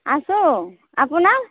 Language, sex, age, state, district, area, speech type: Assamese, female, 45-60, Assam, Darrang, rural, conversation